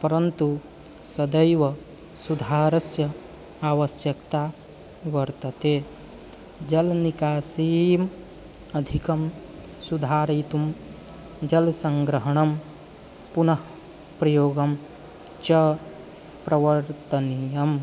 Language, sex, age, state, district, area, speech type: Sanskrit, male, 18-30, Bihar, East Champaran, rural, spontaneous